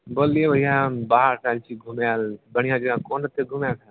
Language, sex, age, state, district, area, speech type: Maithili, male, 18-30, Bihar, Begusarai, rural, conversation